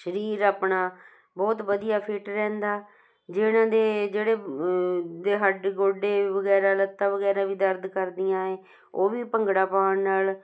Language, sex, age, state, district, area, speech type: Punjabi, female, 45-60, Punjab, Jalandhar, urban, spontaneous